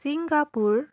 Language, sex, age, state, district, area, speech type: Nepali, female, 30-45, West Bengal, Darjeeling, rural, spontaneous